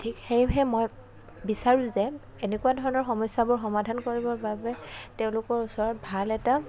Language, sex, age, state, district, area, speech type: Assamese, female, 18-30, Assam, Kamrup Metropolitan, urban, spontaneous